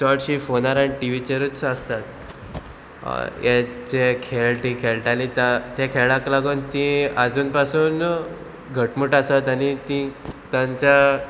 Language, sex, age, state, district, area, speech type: Goan Konkani, male, 18-30, Goa, Murmgao, rural, spontaneous